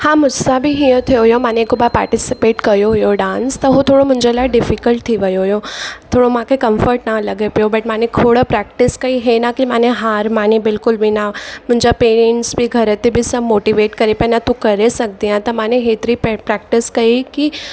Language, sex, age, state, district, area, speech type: Sindhi, female, 18-30, Uttar Pradesh, Lucknow, urban, spontaneous